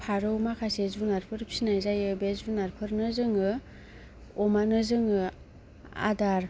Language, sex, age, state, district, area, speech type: Bodo, female, 18-30, Assam, Kokrajhar, rural, spontaneous